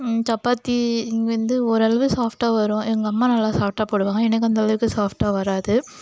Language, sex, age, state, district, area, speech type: Tamil, female, 30-45, Tamil Nadu, Cuddalore, rural, spontaneous